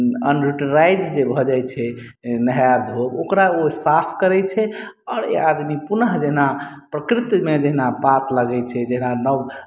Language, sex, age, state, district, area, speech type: Maithili, male, 30-45, Bihar, Madhubani, rural, spontaneous